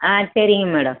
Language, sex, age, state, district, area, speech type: Tamil, female, 45-60, Tamil Nadu, Madurai, rural, conversation